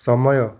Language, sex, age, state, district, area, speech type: Odia, male, 18-30, Odisha, Puri, urban, read